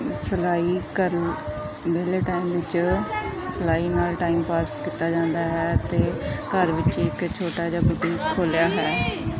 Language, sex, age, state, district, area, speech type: Punjabi, female, 18-30, Punjab, Pathankot, rural, spontaneous